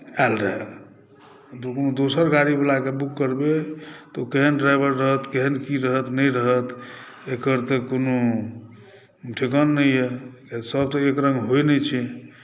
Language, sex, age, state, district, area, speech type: Maithili, male, 60+, Bihar, Saharsa, urban, spontaneous